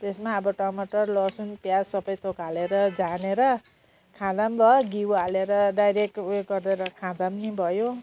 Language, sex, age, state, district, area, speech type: Nepali, female, 45-60, West Bengal, Jalpaiguri, rural, spontaneous